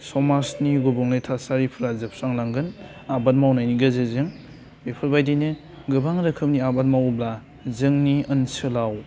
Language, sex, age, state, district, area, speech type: Bodo, male, 18-30, Assam, Udalguri, urban, spontaneous